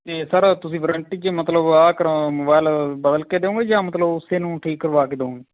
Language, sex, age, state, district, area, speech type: Punjabi, male, 30-45, Punjab, Fazilka, rural, conversation